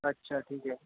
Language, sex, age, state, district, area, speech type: Marathi, male, 18-30, Maharashtra, Sindhudurg, rural, conversation